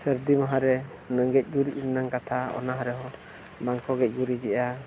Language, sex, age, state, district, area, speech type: Santali, male, 45-60, Odisha, Mayurbhanj, rural, spontaneous